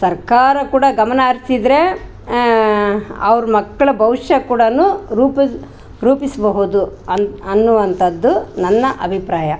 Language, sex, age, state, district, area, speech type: Kannada, female, 45-60, Karnataka, Vijayanagara, rural, spontaneous